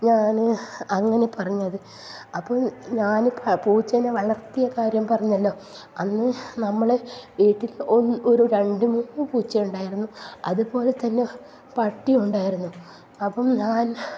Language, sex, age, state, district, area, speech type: Malayalam, female, 45-60, Kerala, Kasaragod, urban, spontaneous